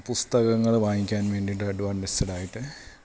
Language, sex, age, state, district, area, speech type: Malayalam, male, 30-45, Kerala, Idukki, rural, spontaneous